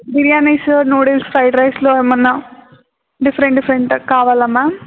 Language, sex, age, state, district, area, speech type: Telugu, female, 18-30, Telangana, Nagarkurnool, urban, conversation